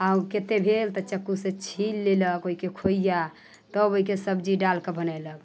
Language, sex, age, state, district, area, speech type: Maithili, female, 30-45, Bihar, Muzaffarpur, rural, spontaneous